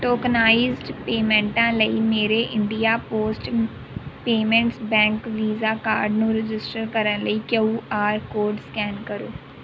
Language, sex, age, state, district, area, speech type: Punjabi, female, 18-30, Punjab, Rupnagar, rural, read